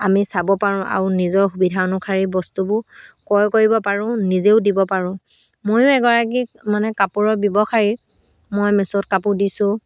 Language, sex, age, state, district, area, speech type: Assamese, female, 45-60, Assam, Dhemaji, rural, spontaneous